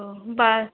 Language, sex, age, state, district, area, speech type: Bodo, female, 18-30, Assam, Kokrajhar, rural, conversation